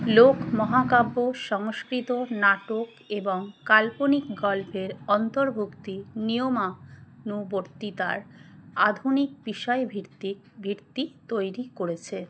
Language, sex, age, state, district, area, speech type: Bengali, female, 30-45, West Bengal, Dakshin Dinajpur, urban, read